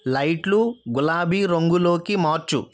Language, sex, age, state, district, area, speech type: Telugu, male, 30-45, Andhra Pradesh, East Godavari, rural, read